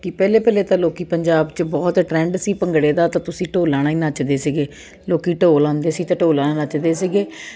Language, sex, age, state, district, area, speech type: Punjabi, female, 30-45, Punjab, Jalandhar, urban, spontaneous